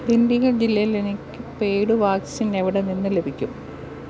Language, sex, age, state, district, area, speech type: Malayalam, female, 45-60, Kerala, Pathanamthitta, rural, read